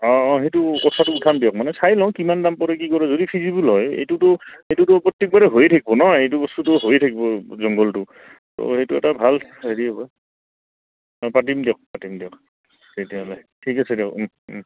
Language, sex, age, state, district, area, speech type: Assamese, male, 30-45, Assam, Goalpara, urban, conversation